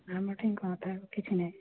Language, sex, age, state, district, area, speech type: Odia, female, 30-45, Odisha, Jagatsinghpur, rural, conversation